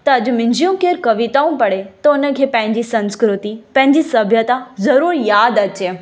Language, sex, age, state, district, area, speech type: Sindhi, female, 18-30, Gujarat, Kutch, urban, spontaneous